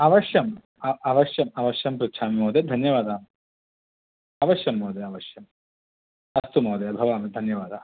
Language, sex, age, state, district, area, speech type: Sanskrit, male, 30-45, Andhra Pradesh, Chittoor, urban, conversation